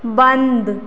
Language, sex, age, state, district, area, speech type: Maithili, female, 18-30, Bihar, Madhubani, rural, read